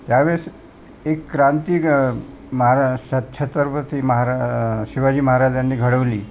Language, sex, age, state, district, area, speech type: Marathi, male, 60+, Maharashtra, Wardha, urban, spontaneous